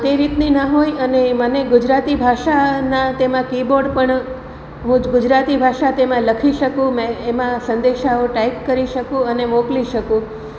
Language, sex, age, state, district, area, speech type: Gujarati, female, 45-60, Gujarat, Surat, rural, spontaneous